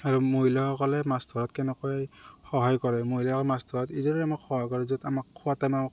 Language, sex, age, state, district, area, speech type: Assamese, male, 30-45, Assam, Morigaon, rural, spontaneous